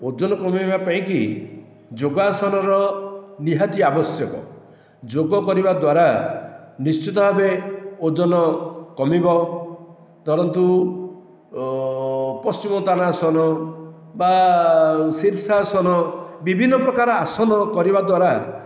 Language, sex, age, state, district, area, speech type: Odia, male, 60+, Odisha, Khordha, rural, spontaneous